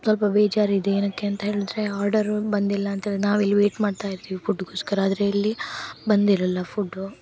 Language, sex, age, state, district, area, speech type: Kannada, female, 18-30, Karnataka, Uttara Kannada, rural, spontaneous